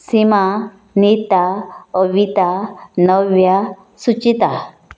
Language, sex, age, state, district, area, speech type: Goan Konkani, female, 30-45, Goa, Canacona, rural, spontaneous